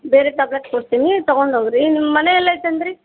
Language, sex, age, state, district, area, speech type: Kannada, female, 30-45, Karnataka, Gadag, rural, conversation